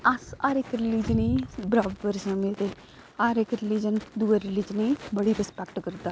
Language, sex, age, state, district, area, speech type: Dogri, female, 30-45, Jammu and Kashmir, Udhampur, rural, spontaneous